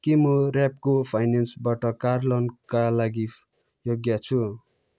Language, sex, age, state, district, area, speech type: Nepali, male, 18-30, West Bengal, Kalimpong, rural, read